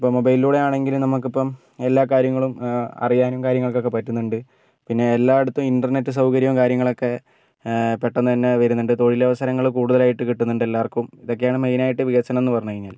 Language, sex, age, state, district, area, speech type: Malayalam, male, 60+, Kerala, Wayanad, rural, spontaneous